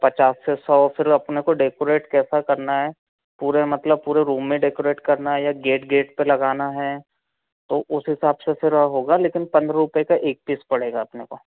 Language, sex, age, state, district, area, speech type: Hindi, male, 30-45, Madhya Pradesh, Betul, urban, conversation